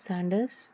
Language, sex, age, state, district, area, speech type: Telugu, female, 18-30, Telangana, Hyderabad, urban, spontaneous